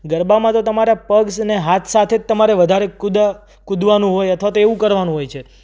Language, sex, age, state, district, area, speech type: Gujarati, male, 18-30, Gujarat, Surat, urban, spontaneous